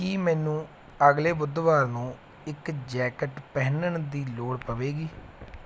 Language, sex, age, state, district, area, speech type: Punjabi, male, 30-45, Punjab, Mansa, urban, read